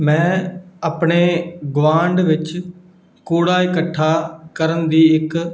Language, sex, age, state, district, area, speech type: Punjabi, male, 18-30, Punjab, Fazilka, rural, read